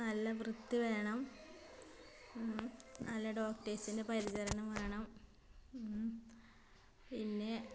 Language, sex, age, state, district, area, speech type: Malayalam, female, 45-60, Kerala, Malappuram, rural, spontaneous